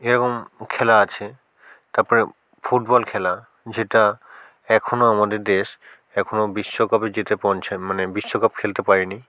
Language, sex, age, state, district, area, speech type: Bengali, male, 45-60, West Bengal, South 24 Parganas, rural, spontaneous